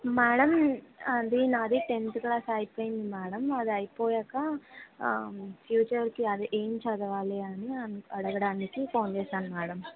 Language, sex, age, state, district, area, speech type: Telugu, female, 30-45, Telangana, Ranga Reddy, rural, conversation